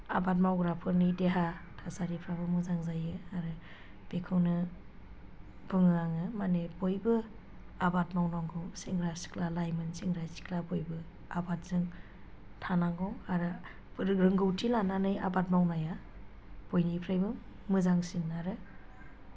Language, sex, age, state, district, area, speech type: Bodo, female, 30-45, Assam, Chirang, rural, spontaneous